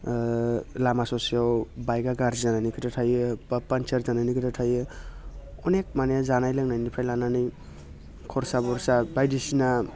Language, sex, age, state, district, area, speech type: Bodo, male, 30-45, Assam, Baksa, urban, spontaneous